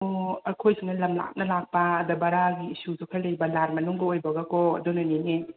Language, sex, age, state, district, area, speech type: Manipuri, female, 45-60, Manipur, Imphal West, rural, conversation